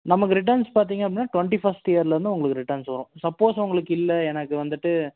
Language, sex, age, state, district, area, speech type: Tamil, male, 18-30, Tamil Nadu, Coimbatore, urban, conversation